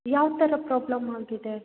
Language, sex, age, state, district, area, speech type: Kannada, female, 30-45, Karnataka, Chikkaballapur, rural, conversation